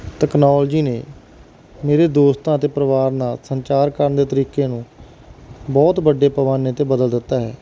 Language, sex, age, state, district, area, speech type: Punjabi, male, 30-45, Punjab, Barnala, urban, spontaneous